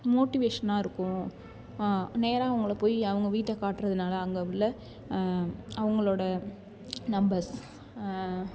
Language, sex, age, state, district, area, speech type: Tamil, female, 18-30, Tamil Nadu, Thanjavur, rural, spontaneous